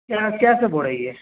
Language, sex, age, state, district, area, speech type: Urdu, male, 18-30, Bihar, Darbhanga, urban, conversation